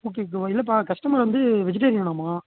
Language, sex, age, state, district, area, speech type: Tamil, male, 18-30, Tamil Nadu, Tiruvannamalai, rural, conversation